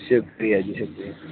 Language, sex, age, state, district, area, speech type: Dogri, male, 30-45, Jammu and Kashmir, Reasi, urban, conversation